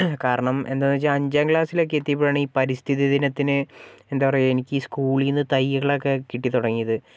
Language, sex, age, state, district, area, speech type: Malayalam, female, 18-30, Kerala, Wayanad, rural, spontaneous